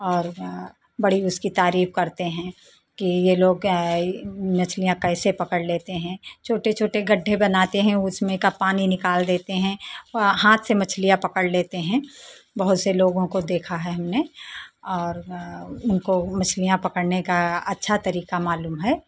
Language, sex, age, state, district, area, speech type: Hindi, female, 45-60, Uttar Pradesh, Lucknow, rural, spontaneous